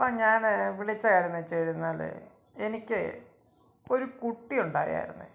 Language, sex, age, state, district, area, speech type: Malayalam, male, 45-60, Kerala, Kottayam, rural, spontaneous